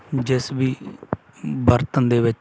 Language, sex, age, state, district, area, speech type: Punjabi, male, 30-45, Punjab, Bathinda, rural, spontaneous